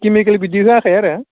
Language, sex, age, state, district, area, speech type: Bodo, male, 45-60, Assam, Udalguri, urban, conversation